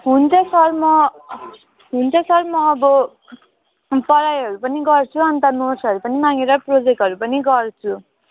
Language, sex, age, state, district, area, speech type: Nepali, female, 18-30, West Bengal, Jalpaiguri, rural, conversation